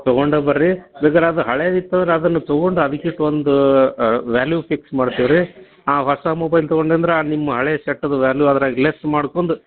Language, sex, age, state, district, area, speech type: Kannada, male, 45-60, Karnataka, Dharwad, rural, conversation